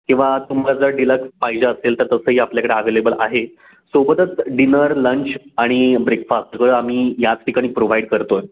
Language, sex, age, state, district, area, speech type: Marathi, male, 18-30, Maharashtra, Pune, urban, conversation